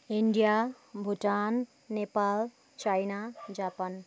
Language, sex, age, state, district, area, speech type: Nepali, female, 30-45, West Bengal, Kalimpong, rural, spontaneous